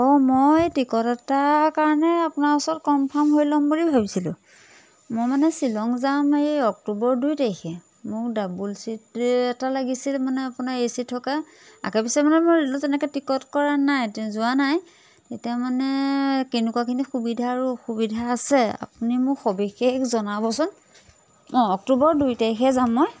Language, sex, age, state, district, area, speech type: Assamese, female, 30-45, Assam, Majuli, urban, spontaneous